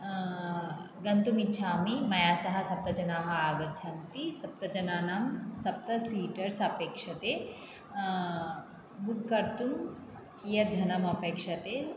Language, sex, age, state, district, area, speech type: Sanskrit, female, 18-30, Andhra Pradesh, Anantapur, rural, spontaneous